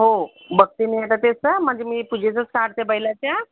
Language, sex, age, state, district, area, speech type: Marathi, female, 30-45, Maharashtra, Buldhana, rural, conversation